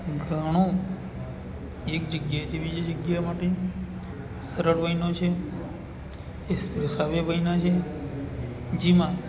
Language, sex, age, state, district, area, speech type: Gujarati, male, 45-60, Gujarat, Narmada, rural, spontaneous